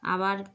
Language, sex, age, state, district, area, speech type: Bengali, female, 30-45, West Bengal, Darjeeling, urban, spontaneous